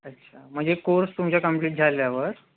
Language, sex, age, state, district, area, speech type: Marathi, male, 30-45, Maharashtra, Nagpur, urban, conversation